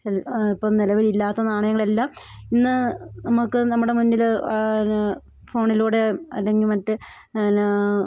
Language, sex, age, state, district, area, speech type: Malayalam, female, 30-45, Kerala, Idukki, rural, spontaneous